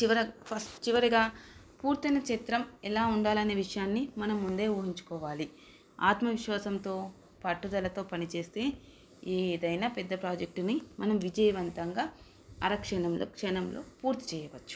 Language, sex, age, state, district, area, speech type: Telugu, female, 30-45, Telangana, Nagarkurnool, urban, spontaneous